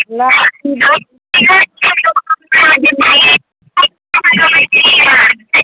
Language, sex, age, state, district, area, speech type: Maithili, female, 18-30, Bihar, Madhubani, rural, conversation